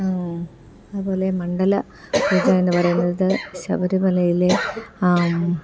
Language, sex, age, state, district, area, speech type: Malayalam, female, 30-45, Kerala, Thiruvananthapuram, urban, spontaneous